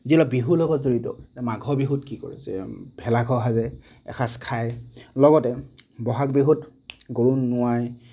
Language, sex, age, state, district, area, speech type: Assamese, male, 60+, Assam, Nagaon, rural, spontaneous